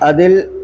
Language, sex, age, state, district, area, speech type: Malayalam, male, 60+, Kerala, Malappuram, rural, spontaneous